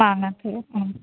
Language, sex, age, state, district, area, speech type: Malayalam, female, 18-30, Kerala, Ernakulam, urban, conversation